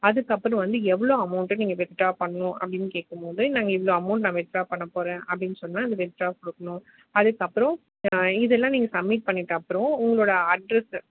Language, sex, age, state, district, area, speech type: Tamil, female, 30-45, Tamil Nadu, Chennai, urban, conversation